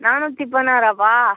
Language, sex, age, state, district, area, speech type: Tamil, male, 18-30, Tamil Nadu, Cuddalore, rural, conversation